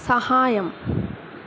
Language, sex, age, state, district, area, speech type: Telugu, female, 18-30, Telangana, Mancherial, rural, read